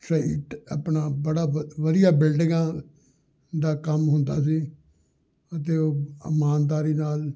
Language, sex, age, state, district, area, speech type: Punjabi, male, 60+, Punjab, Amritsar, urban, spontaneous